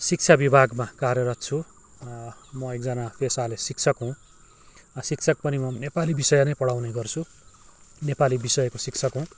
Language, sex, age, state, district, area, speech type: Nepali, male, 45-60, West Bengal, Kalimpong, rural, spontaneous